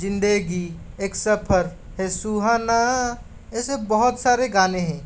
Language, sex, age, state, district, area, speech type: Hindi, male, 30-45, Rajasthan, Jaipur, urban, spontaneous